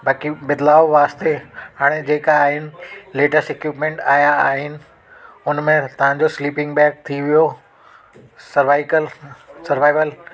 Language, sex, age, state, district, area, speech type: Sindhi, male, 30-45, Delhi, South Delhi, urban, spontaneous